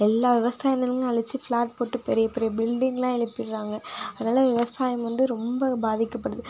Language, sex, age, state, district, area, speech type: Tamil, female, 18-30, Tamil Nadu, Nagapattinam, rural, spontaneous